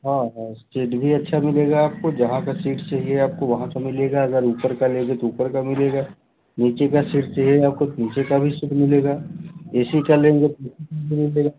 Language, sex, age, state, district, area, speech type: Hindi, male, 30-45, Uttar Pradesh, Jaunpur, rural, conversation